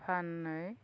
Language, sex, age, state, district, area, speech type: Bodo, female, 30-45, Assam, Chirang, rural, spontaneous